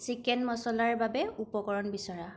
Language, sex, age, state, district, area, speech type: Assamese, female, 18-30, Assam, Kamrup Metropolitan, urban, read